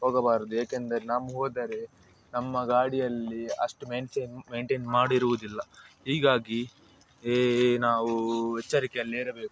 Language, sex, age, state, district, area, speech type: Kannada, male, 18-30, Karnataka, Udupi, rural, spontaneous